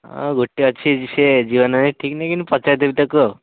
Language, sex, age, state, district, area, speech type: Odia, male, 18-30, Odisha, Cuttack, urban, conversation